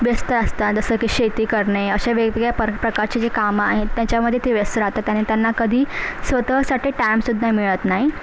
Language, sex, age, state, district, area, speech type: Marathi, female, 18-30, Maharashtra, Thane, urban, spontaneous